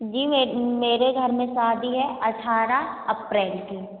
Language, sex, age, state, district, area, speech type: Hindi, female, 45-60, Madhya Pradesh, Hoshangabad, rural, conversation